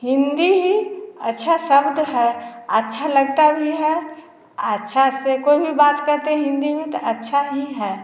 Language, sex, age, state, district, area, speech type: Hindi, female, 60+, Bihar, Samastipur, urban, spontaneous